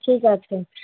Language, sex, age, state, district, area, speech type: Bengali, female, 18-30, West Bengal, Cooch Behar, urban, conversation